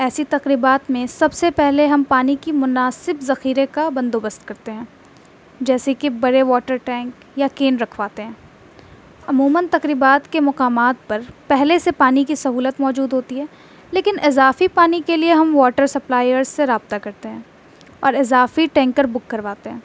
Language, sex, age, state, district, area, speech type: Urdu, female, 18-30, Delhi, North East Delhi, urban, spontaneous